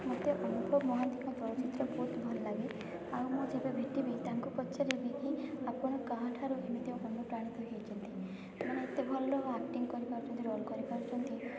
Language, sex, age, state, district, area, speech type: Odia, female, 18-30, Odisha, Rayagada, rural, spontaneous